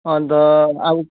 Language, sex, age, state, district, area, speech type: Nepali, male, 45-60, West Bengal, Kalimpong, rural, conversation